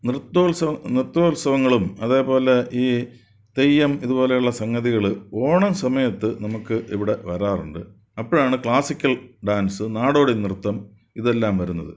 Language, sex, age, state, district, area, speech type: Malayalam, male, 60+, Kerala, Thiruvananthapuram, urban, spontaneous